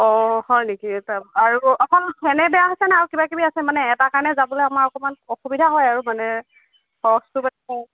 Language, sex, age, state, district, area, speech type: Assamese, female, 30-45, Assam, Golaghat, rural, conversation